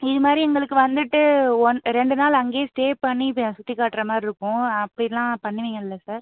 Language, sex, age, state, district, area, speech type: Tamil, female, 30-45, Tamil Nadu, Pudukkottai, rural, conversation